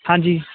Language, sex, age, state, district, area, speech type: Punjabi, male, 18-30, Punjab, Kapurthala, urban, conversation